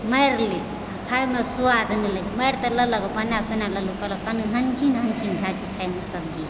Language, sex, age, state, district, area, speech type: Maithili, female, 30-45, Bihar, Supaul, rural, spontaneous